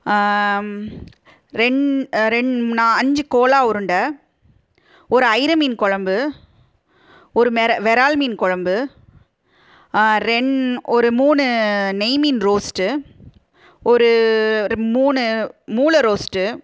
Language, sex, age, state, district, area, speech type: Tamil, female, 30-45, Tamil Nadu, Madurai, urban, spontaneous